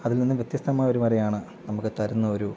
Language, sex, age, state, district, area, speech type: Malayalam, male, 30-45, Kerala, Pathanamthitta, rural, spontaneous